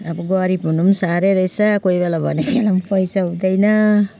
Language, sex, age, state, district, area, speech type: Nepali, female, 60+, West Bengal, Jalpaiguri, urban, spontaneous